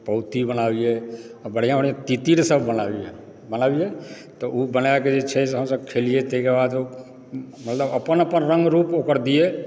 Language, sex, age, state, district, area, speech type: Maithili, male, 45-60, Bihar, Supaul, rural, spontaneous